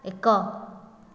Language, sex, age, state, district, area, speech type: Odia, female, 45-60, Odisha, Jajpur, rural, read